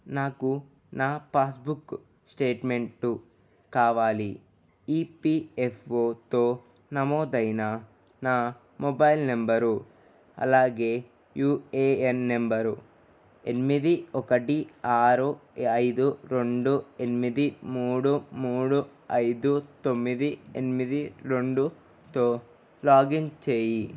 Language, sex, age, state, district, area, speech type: Telugu, male, 18-30, Telangana, Ranga Reddy, urban, read